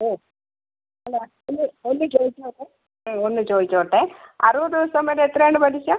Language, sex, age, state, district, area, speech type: Malayalam, female, 60+, Kerala, Thiruvananthapuram, urban, conversation